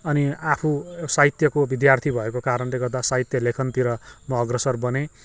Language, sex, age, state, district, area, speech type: Nepali, male, 45-60, West Bengal, Kalimpong, rural, spontaneous